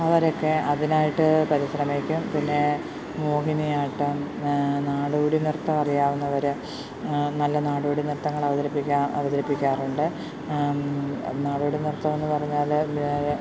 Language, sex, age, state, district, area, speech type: Malayalam, female, 30-45, Kerala, Pathanamthitta, rural, spontaneous